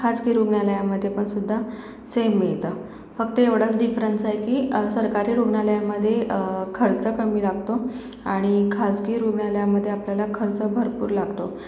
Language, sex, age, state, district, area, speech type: Marathi, female, 45-60, Maharashtra, Akola, urban, spontaneous